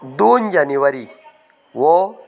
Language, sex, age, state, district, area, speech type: Goan Konkani, male, 45-60, Goa, Canacona, rural, spontaneous